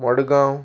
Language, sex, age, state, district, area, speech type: Goan Konkani, male, 18-30, Goa, Murmgao, urban, spontaneous